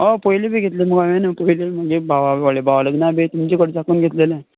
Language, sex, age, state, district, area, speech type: Goan Konkani, male, 18-30, Goa, Canacona, rural, conversation